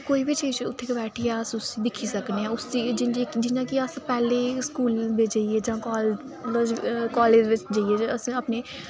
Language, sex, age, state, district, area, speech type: Dogri, female, 18-30, Jammu and Kashmir, Reasi, rural, spontaneous